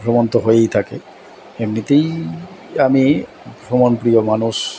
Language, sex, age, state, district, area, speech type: Bengali, male, 45-60, West Bengal, Purba Bardhaman, urban, spontaneous